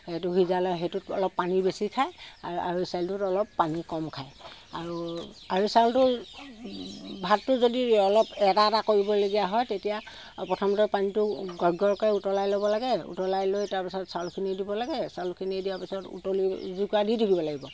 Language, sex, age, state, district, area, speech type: Assamese, female, 60+, Assam, Sivasagar, rural, spontaneous